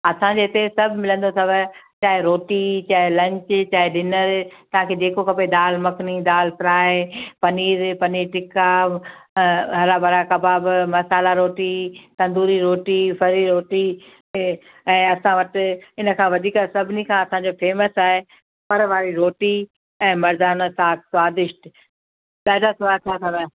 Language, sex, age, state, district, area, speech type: Sindhi, female, 60+, Gujarat, Kutch, urban, conversation